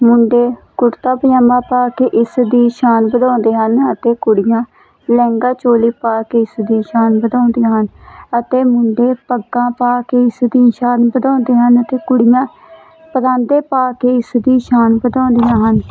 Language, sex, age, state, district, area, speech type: Punjabi, female, 30-45, Punjab, Hoshiarpur, rural, spontaneous